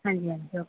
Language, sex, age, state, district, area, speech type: Punjabi, female, 30-45, Punjab, Mansa, rural, conversation